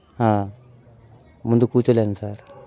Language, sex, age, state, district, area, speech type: Telugu, male, 30-45, Andhra Pradesh, Bapatla, rural, spontaneous